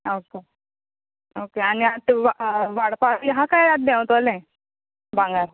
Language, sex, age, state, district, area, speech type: Goan Konkani, female, 30-45, Goa, Quepem, rural, conversation